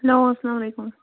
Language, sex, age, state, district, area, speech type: Kashmiri, female, 45-60, Jammu and Kashmir, Baramulla, rural, conversation